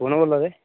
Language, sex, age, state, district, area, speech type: Dogri, male, 30-45, Jammu and Kashmir, Udhampur, rural, conversation